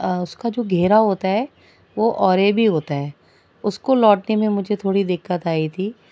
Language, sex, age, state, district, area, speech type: Urdu, female, 30-45, Delhi, South Delhi, rural, spontaneous